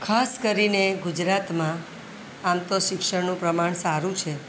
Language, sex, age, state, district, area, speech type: Gujarati, female, 45-60, Gujarat, Surat, urban, spontaneous